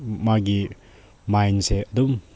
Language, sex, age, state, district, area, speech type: Manipuri, male, 18-30, Manipur, Chandel, rural, spontaneous